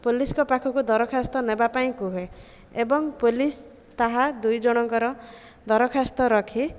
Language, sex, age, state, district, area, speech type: Odia, female, 30-45, Odisha, Jajpur, rural, spontaneous